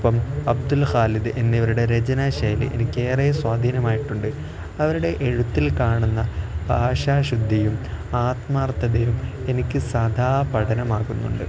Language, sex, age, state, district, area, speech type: Malayalam, male, 18-30, Kerala, Kozhikode, rural, spontaneous